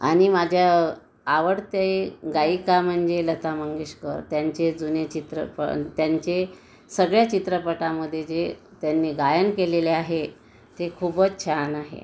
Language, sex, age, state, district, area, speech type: Marathi, female, 30-45, Maharashtra, Amravati, urban, spontaneous